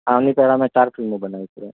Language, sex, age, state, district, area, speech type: Gujarati, male, 30-45, Gujarat, Ahmedabad, urban, conversation